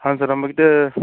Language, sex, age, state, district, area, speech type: Tamil, male, 45-60, Tamil Nadu, Sivaganga, urban, conversation